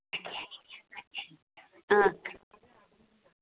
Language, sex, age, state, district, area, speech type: Dogri, female, 45-60, Jammu and Kashmir, Samba, rural, conversation